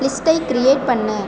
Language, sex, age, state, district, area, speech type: Tamil, female, 18-30, Tamil Nadu, Pudukkottai, rural, read